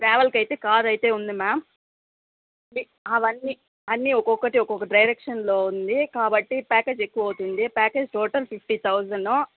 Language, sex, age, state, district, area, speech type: Telugu, female, 18-30, Andhra Pradesh, Sri Balaji, rural, conversation